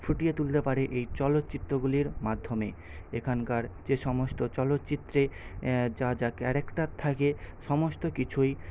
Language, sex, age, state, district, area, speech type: Bengali, male, 18-30, West Bengal, Paschim Medinipur, rural, spontaneous